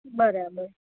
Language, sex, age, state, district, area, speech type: Gujarati, female, 30-45, Gujarat, Kheda, rural, conversation